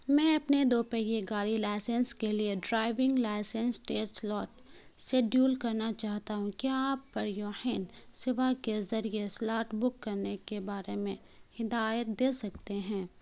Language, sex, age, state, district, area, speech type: Urdu, female, 18-30, Bihar, Khagaria, rural, read